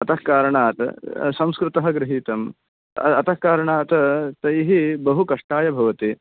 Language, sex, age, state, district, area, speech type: Sanskrit, male, 30-45, Karnataka, Uttara Kannada, urban, conversation